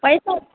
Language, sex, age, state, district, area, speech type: Maithili, female, 30-45, Bihar, Darbhanga, rural, conversation